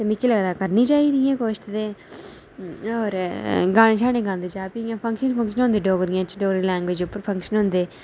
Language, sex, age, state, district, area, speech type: Dogri, female, 30-45, Jammu and Kashmir, Udhampur, urban, spontaneous